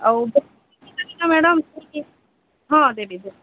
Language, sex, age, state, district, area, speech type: Odia, female, 45-60, Odisha, Sundergarh, rural, conversation